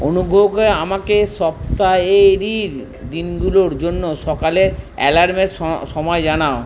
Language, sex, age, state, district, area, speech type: Bengali, male, 60+, West Bengal, Purba Bardhaman, urban, read